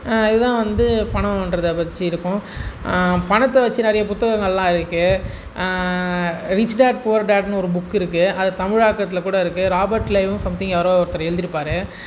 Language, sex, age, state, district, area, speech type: Tamil, male, 18-30, Tamil Nadu, Tiruvannamalai, urban, spontaneous